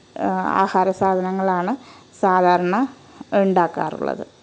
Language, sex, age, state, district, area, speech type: Malayalam, female, 45-60, Kerala, Ernakulam, rural, spontaneous